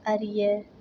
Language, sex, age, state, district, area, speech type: Tamil, female, 30-45, Tamil Nadu, Tiruvarur, rural, read